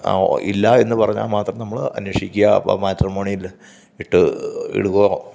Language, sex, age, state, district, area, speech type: Malayalam, male, 45-60, Kerala, Pathanamthitta, rural, spontaneous